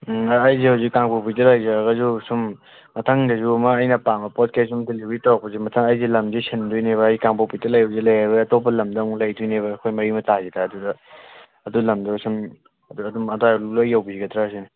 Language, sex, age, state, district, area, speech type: Manipuri, male, 18-30, Manipur, Kangpokpi, urban, conversation